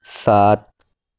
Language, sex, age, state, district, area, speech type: Urdu, male, 18-30, Uttar Pradesh, Lucknow, urban, read